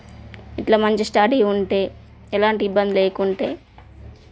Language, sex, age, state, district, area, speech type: Telugu, female, 30-45, Telangana, Jagtial, rural, spontaneous